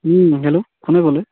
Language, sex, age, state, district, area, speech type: Assamese, male, 18-30, Assam, Charaideo, rural, conversation